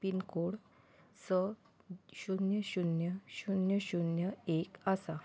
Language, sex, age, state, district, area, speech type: Goan Konkani, female, 18-30, Goa, Murmgao, urban, read